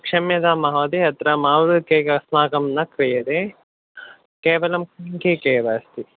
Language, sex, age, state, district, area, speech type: Sanskrit, male, 18-30, Kerala, Kottayam, urban, conversation